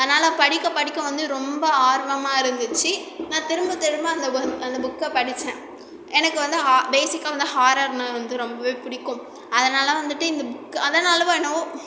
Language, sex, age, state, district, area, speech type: Tamil, female, 30-45, Tamil Nadu, Cuddalore, rural, spontaneous